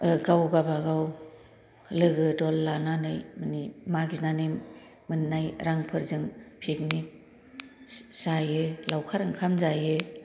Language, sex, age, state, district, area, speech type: Bodo, female, 45-60, Assam, Kokrajhar, rural, spontaneous